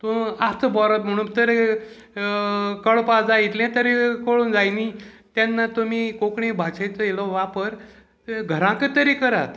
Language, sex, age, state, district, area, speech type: Goan Konkani, male, 60+, Goa, Salcete, rural, spontaneous